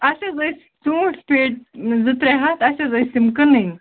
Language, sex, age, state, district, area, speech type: Kashmiri, other, 18-30, Jammu and Kashmir, Baramulla, rural, conversation